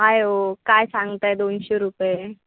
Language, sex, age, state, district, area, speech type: Marathi, female, 18-30, Maharashtra, Sindhudurg, urban, conversation